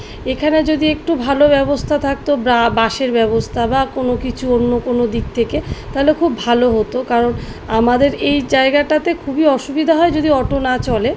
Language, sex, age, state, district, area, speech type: Bengali, female, 30-45, West Bengal, South 24 Parganas, urban, spontaneous